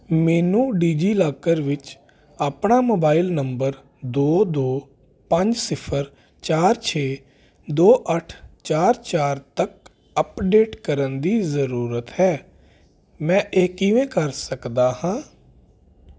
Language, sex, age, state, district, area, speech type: Punjabi, male, 30-45, Punjab, Jalandhar, urban, read